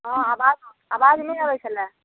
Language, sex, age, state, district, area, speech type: Maithili, female, 18-30, Bihar, Darbhanga, rural, conversation